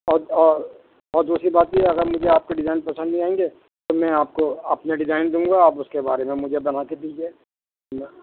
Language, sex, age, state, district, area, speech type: Urdu, male, 45-60, Delhi, Central Delhi, urban, conversation